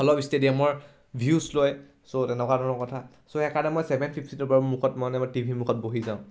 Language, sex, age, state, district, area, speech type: Assamese, male, 18-30, Assam, Charaideo, urban, spontaneous